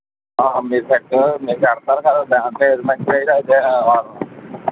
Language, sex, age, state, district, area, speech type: Telugu, male, 60+, Andhra Pradesh, East Godavari, rural, conversation